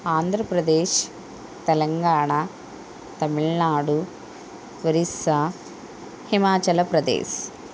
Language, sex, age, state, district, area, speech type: Telugu, female, 45-60, Andhra Pradesh, Konaseema, rural, spontaneous